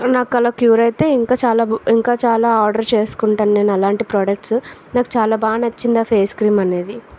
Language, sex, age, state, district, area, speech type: Telugu, female, 30-45, Andhra Pradesh, Vizianagaram, rural, spontaneous